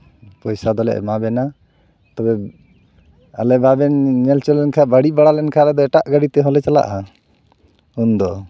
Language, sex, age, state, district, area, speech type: Santali, male, 45-60, West Bengal, Purulia, rural, spontaneous